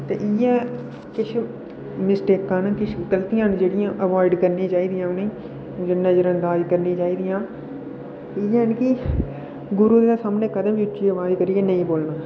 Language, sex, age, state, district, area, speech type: Dogri, male, 18-30, Jammu and Kashmir, Udhampur, rural, spontaneous